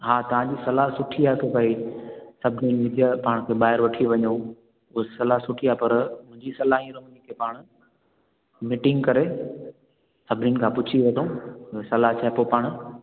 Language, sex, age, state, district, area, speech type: Sindhi, male, 18-30, Gujarat, Junagadh, urban, conversation